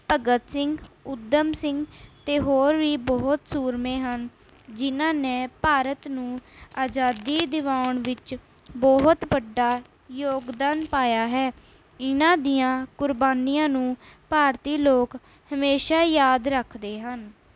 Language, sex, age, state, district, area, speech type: Punjabi, female, 18-30, Punjab, Mohali, urban, spontaneous